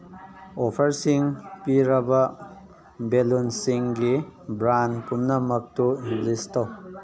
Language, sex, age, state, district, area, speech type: Manipuri, male, 18-30, Manipur, Kangpokpi, urban, read